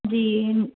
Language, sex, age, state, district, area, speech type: Urdu, female, 30-45, Telangana, Hyderabad, urban, conversation